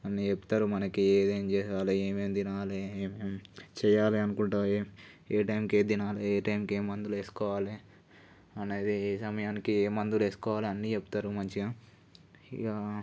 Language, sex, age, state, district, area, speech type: Telugu, male, 18-30, Telangana, Nalgonda, rural, spontaneous